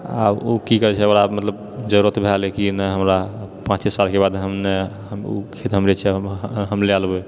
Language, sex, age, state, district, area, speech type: Maithili, male, 30-45, Bihar, Purnia, rural, spontaneous